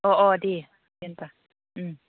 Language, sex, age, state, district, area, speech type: Bodo, female, 30-45, Assam, Baksa, rural, conversation